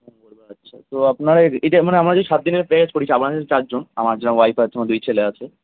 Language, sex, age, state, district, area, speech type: Bengali, male, 18-30, West Bengal, Kolkata, urban, conversation